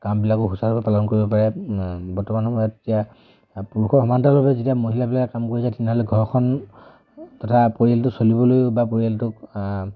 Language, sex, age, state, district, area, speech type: Assamese, male, 18-30, Assam, Dhemaji, rural, spontaneous